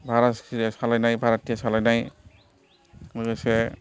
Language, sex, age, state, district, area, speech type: Bodo, male, 45-60, Assam, Kokrajhar, rural, spontaneous